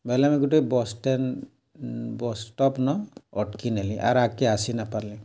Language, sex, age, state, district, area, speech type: Odia, male, 45-60, Odisha, Bargarh, urban, spontaneous